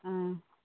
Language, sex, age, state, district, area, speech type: Santali, female, 45-60, West Bengal, Bankura, rural, conversation